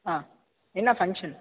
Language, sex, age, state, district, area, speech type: Tamil, male, 30-45, Tamil Nadu, Tiruvarur, rural, conversation